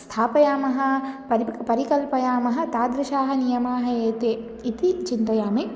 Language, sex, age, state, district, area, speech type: Sanskrit, female, 18-30, Telangana, Ranga Reddy, urban, spontaneous